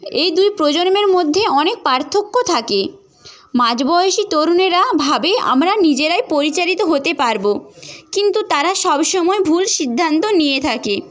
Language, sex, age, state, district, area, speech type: Bengali, female, 18-30, West Bengal, Paschim Medinipur, rural, spontaneous